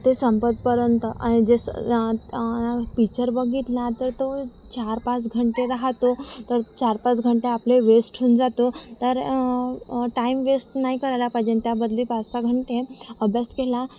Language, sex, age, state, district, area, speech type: Marathi, female, 18-30, Maharashtra, Wardha, rural, spontaneous